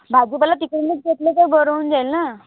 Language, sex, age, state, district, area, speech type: Marathi, female, 18-30, Maharashtra, Gondia, rural, conversation